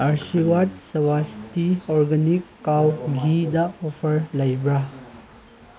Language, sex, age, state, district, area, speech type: Manipuri, male, 18-30, Manipur, Chandel, rural, read